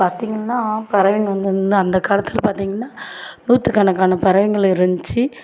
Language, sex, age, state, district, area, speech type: Tamil, female, 30-45, Tamil Nadu, Tirupattur, rural, spontaneous